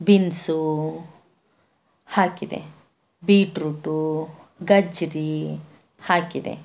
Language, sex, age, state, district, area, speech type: Kannada, female, 45-60, Karnataka, Bidar, urban, spontaneous